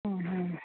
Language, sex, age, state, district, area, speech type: Kannada, female, 60+, Karnataka, Belgaum, rural, conversation